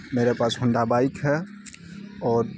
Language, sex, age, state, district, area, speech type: Urdu, male, 18-30, Bihar, Khagaria, rural, spontaneous